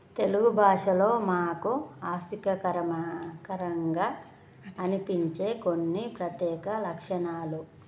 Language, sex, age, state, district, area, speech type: Telugu, female, 30-45, Telangana, Jagtial, rural, spontaneous